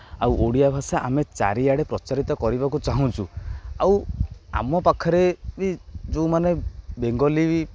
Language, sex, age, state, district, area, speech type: Odia, male, 18-30, Odisha, Jagatsinghpur, urban, spontaneous